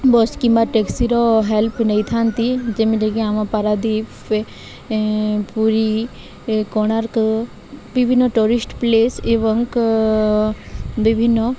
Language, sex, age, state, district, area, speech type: Odia, female, 18-30, Odisha, Subarnapur, urban, spontaneous